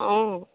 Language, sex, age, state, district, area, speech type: Assamese, female, 45-60, Assam, Dhemaji, urban, conversation